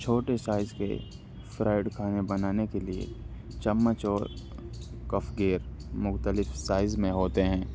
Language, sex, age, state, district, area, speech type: Urdu, male, 30-45, Delhi, North East Delhi, urban, spontaneous